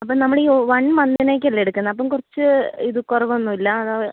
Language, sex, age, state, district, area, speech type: Malayalam, female, 18-30, Kerala, Kozhikode, urban, conversation